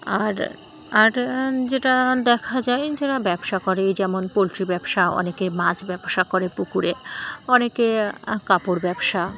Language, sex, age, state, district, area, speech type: Bengali, female, 18-30, West Bengal, Dakshin Dinajpur, urban, spontaneous